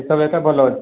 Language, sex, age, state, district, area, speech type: Odia, male, 18-30, Odisha, Kandhamal, rural, conversation